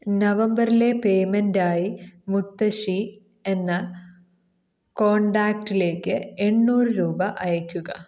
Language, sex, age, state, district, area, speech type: Malayalam, female, 18-30, Kerala, Kottayam, rural, read